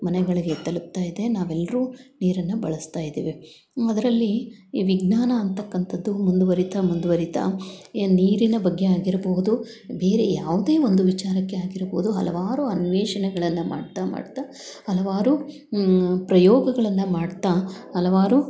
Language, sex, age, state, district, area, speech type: Kannada, female, 60+, Karnataka, Chitradurga, rural, spontaneous